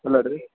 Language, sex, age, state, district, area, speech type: Kannada, male, 60+, Karnataka, Davanagere, rural, conversation